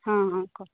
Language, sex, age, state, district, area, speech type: Goan Konkani, female, 18-30, Goa, Murmgao, rural, conversation